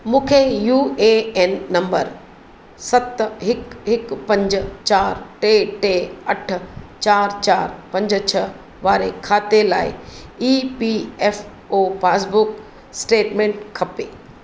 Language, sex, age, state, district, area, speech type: Sindhi, female, 45-60, Maharashtra, Mumbai Suburban, urban, read